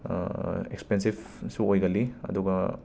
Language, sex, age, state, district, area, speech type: Manipuri, male, 18-30, Manipur, Imphal West, urban, spontaneous